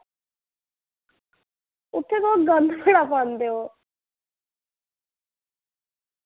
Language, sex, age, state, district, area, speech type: Dogri, female, 45-60, Jammu and Kashmir, Reasi, urban, conversation